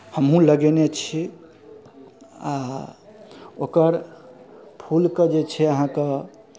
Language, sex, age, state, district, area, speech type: Maithili, male, 30-45, Bihar, Darbhanga, urban, spontaneous